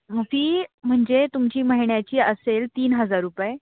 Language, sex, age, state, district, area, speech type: Marathi, female, 18-30, Maharashtra, Nashik, urban, conversation